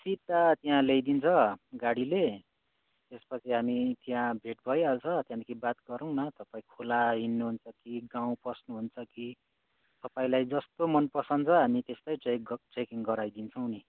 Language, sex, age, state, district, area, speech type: Nepali, male, 45-60, West Bengal, Kalimpong, rural, conversation